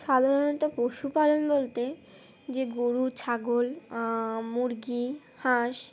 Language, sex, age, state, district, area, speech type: Bengali, female, 18-30, West Bengal, Uttar Dinajpur, urban, spontaneous